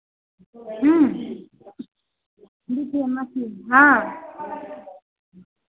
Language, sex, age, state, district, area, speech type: Hindi, female, 30-45, Bihar, Madhepura, rural, conversation